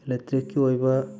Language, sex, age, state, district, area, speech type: Manipuri, male, 45-60, Manipur, Bishnupur, rural, spontaneous